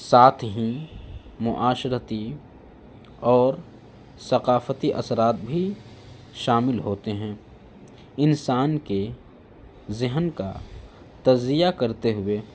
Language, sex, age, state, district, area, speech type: Urdu, male, 18-30, Delhi, North East Delhi, urban, spontaneous